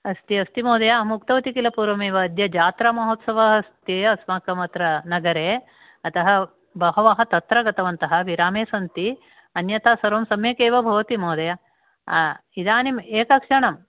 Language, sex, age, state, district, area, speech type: Sanskrit, female, 60+, Karnataka, Uttara Kannada, urban, conversation